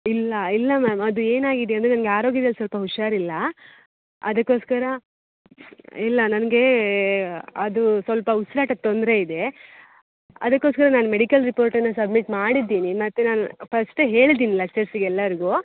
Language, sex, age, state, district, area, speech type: Kannada, female, 18-30, Karnataka, Dakshina Kannada, rural, conversation